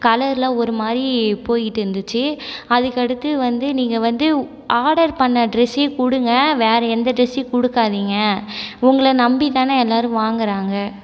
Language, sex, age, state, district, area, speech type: Tamil, female, 18-30, Tamil Nadu, Cuddalore, rural, spontaneous